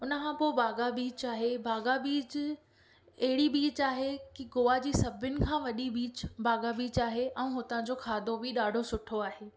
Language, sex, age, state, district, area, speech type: Sindhi, female, 18-30, Maharashtra, Thane, urban, spontaneous